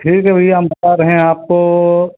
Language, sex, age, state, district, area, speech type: Hindi, male, 30-45, Uttar Pradesh, Ayodhya, rural, conversation